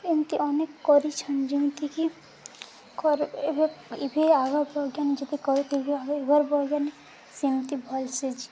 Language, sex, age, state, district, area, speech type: Odia, female, 18-30, Odisha, Nuapada, urban, spontaneous